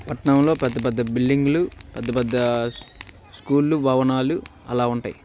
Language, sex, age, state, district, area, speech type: Telugu, male, 18-30, Andhra Pradesh, Bapatla, rural, spontaneous